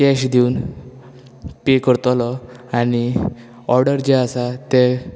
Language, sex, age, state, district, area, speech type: Goan Konkani, male, 18-30, Goa, Canacona, rural, spontaneous